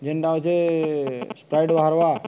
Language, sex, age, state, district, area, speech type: Odia, male, 18-30, Odisha, Subarnapur, rural, spontaneous